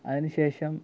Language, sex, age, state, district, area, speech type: Malayalam, male, 18-30, Kerala, Thiruvananthapuram, rural, spontaneous